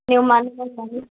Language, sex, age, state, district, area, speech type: Kannada, female, 18-30, Karnataka, Gulbarga, urban, conversation